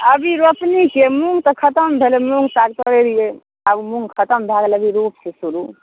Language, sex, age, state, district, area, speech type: Maithili, female, 30-45, Bihar, Supaul, rural, conversation